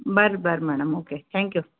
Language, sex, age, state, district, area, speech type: Kannada, female, 45-60, Karnataka, Gulbarga, urban, conversation